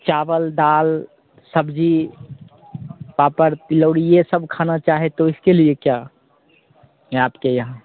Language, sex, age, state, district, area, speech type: Hindi, male, 30-45, Bihar, Begusarai, rural, conversation